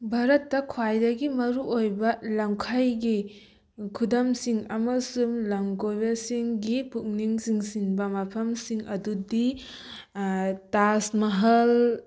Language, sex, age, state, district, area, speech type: Manipuri, female, 18-30, Manipur, Thoubal, rural, spontaneous